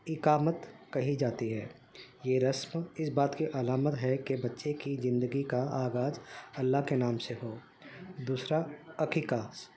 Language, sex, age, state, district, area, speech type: Urdu, male, 45-60, Uttar Pradesh, Ghaziabad, urban, spontaneous